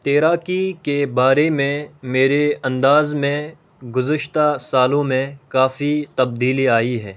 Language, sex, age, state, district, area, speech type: Urdu, male, 18-30, Delhi, North East Delhi, rural, spontaneous